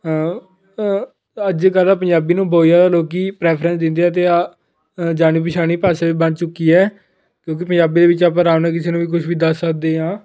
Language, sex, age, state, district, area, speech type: Punjabi, male, 18-30, Punjab, Fatehgarh Sahib, rural, spontaneous